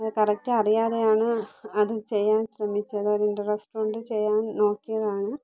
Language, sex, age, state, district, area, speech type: Malayalam, female, 30-45, Kerala, Thiruvananthapuram, rural, spontaneous